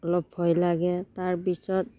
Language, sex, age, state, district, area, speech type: Assamese, female, 30-45, Assam, Darrang, rural, spontaneous